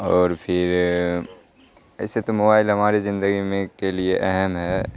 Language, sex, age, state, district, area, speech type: Urdu, male, 18-30, Bihar, Supaul, rural, spontaneous